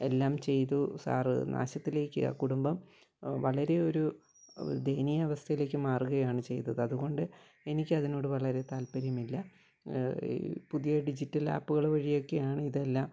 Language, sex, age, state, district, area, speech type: Malayalam, female, 45-60, Kerala, Kottayam, rural, spontaneous